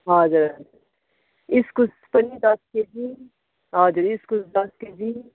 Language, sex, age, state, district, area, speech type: Nepali, female, 30-45, West Bengal, Darjeeling, rural, conversation